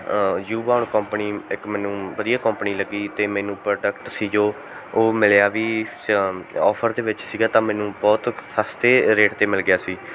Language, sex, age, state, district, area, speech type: Punjabi, male, 18-30, Punjab, Bathinda, rural, spontaneous